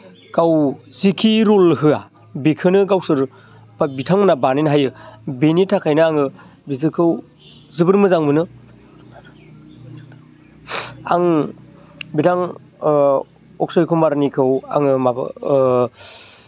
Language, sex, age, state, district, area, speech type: Bodo, male, 30-45, Assam, Baksa, urban, spontaneous